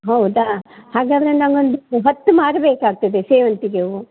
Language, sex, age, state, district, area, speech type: Kannada, female, 60+, Karnataka, Dakshina Kannada, rural, conversation